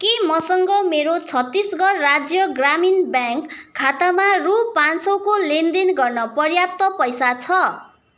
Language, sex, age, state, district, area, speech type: Nepali, female, 18-30, West Bengal, Kalimpong, rural, read